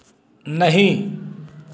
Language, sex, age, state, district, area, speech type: Hindi, male, 60+, Uttar Pradesh, Bhadohi, urban, read